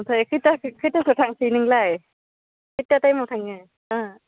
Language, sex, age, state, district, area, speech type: Bodo, female, 18-30, Assam, Udalguri, rural, conversation